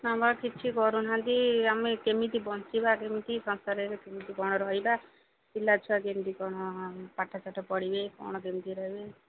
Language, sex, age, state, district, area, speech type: Odia, female, 30-45, Odisha, Jagatsinghpur, rural, conversation